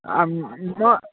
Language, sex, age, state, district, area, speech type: Maithili, male, 30-45, Bihar, Darbhanga, rural, conversation